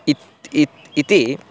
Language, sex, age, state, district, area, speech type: Sanskrit, male, 18-30, Karnataka, Chikkamagaluru, rural, spontaneous